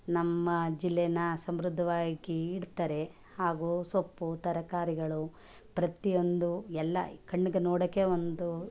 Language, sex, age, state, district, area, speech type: Kannada, female, 45-60, Karnataka, Mandya, urban, spontaneous